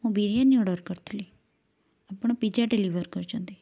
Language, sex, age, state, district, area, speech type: Odia, female, 18-30, Odisha, Kendujhar, urban, spontaneous